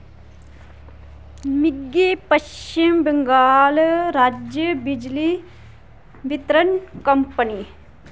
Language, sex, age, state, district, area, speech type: Dogri, female, 30-45, Jammu and Kashmir, Kathua, rural, read